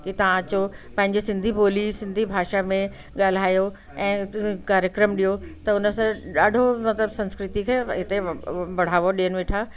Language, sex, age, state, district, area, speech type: Sindhi, female, 60+, Delhi, South Delhi, urban, spontaneous